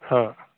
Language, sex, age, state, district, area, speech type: Hindi, male, 30-45, Madhya Pradesh, Ujjain, rural, conversation